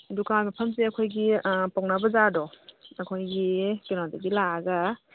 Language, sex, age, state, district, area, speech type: Manipuri, female, 30-45, Manipur, Imphal East, rural, conversation